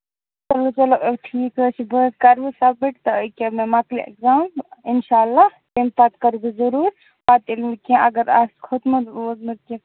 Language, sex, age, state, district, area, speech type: Kashmiri, female, 30-45, Jammu and Kashmir, Baramulla, rural, conversation